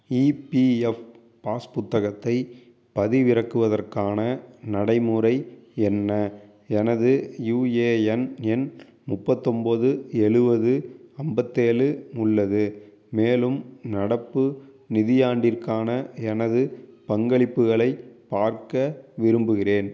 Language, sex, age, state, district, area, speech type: Tamil, male, 30-45, Tamil Nadu, Thanjavur, rural, read